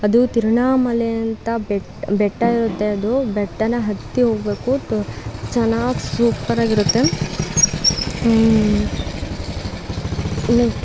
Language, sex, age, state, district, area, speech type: Kannada, female, 18-30, Karnataka, Mandya, rural, spontaneous